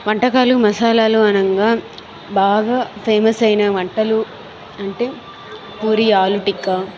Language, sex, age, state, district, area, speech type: Telugu, female, 30-45, Andhra Pradesh, Chittoor, urban, spontaneous